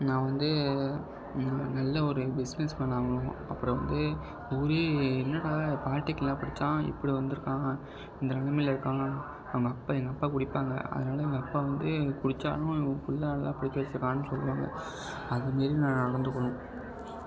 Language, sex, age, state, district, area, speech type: Tamil, male, 18-30, Tamil Nadu, Mayiladuthurai, urban, spontaneous